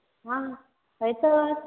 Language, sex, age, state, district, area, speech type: Goan Konkani, female, 60+, Goa, Bardez, rural, conversation